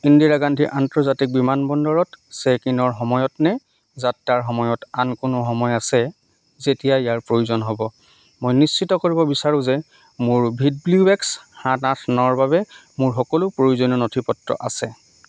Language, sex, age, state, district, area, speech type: Assamese, male, 30-45, Assam, Dhemaji, rural, read